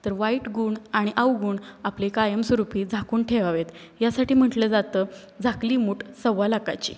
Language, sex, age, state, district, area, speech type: Marathi, female, 18-30, Maharashtra, Satara, urban, spontaneous